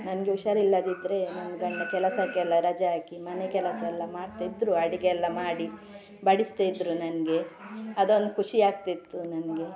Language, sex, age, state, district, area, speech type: Kannada, female, 45-60, Karnataka, Udupi, rural, spontaneous